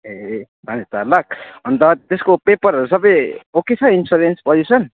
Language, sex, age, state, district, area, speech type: Nepali, male, 18-30, West Bengal, Jalpaiguri, urban, conversation